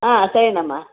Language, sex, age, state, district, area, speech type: Kannada, female, 60+, Karnataka, Chamarajanagar, rural, conversation